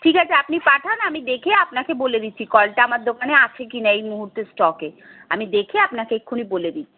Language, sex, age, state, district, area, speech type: Bengali, female, 30-45, West Bengal, Darjeeling, rural, conversation